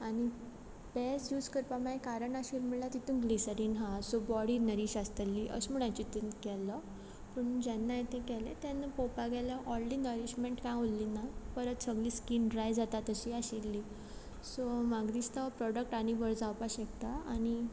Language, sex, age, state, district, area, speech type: Goan Konkani, female, 18-30, Goa, Quepem, rural, spontaneous